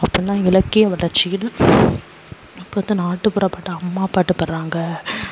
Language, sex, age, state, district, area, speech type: Tamil, female, 18-30, Tamil Nadu, Tiruvarur, rural, spontaneous